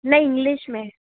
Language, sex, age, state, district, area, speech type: Hindi, female, 18-30, Rajasthan, Jodhpur, urban, conversation